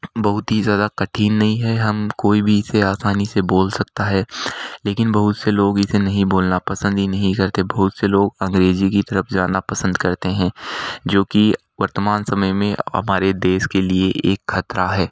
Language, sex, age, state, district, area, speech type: Hindi, male, 18-30, Rajasthan, Jaipur, urban, spontaneous